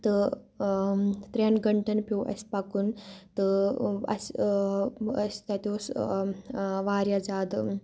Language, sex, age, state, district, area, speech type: Kashmiri, female, 18-30, Jammu and Kashmir, Kupwara, rural, spontaneous